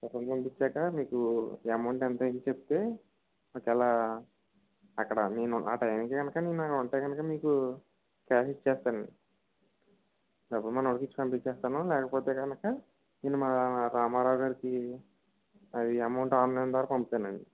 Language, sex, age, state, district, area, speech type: Telugu, male, 18-30, Andhra Pradesh, Kakinada, rural, conversation